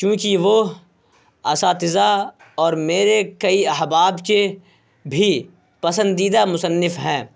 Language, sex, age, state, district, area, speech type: Urdu, male, 18-30, Bihar, Purnia, rural, spontaneous